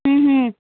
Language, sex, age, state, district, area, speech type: Sindhi, female, 18-30, Rajasthan, Ajmer, urban, conversation